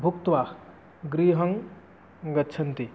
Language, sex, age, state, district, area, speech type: Sanskrit, male, 18-30, West Bengal, Murshidabad, rural, spontaneous